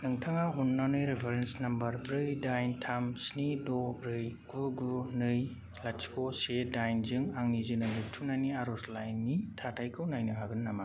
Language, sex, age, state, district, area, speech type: Bodo, male, 18-30, Assam, Kokrajhar, rural, read